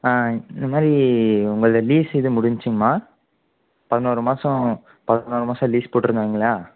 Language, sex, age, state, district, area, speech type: Tamil, female, 30-45, Tamil Nadu, Krishnagiri, rural, conversation